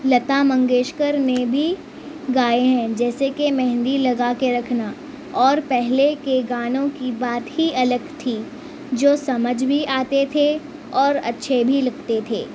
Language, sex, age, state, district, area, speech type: Urdu, female, 18-30, Telangana, Hyderabad, urban, spontaneous